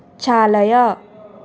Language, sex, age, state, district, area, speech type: Sanskrit, female, 18-30, Assam, Nalbari, rural, read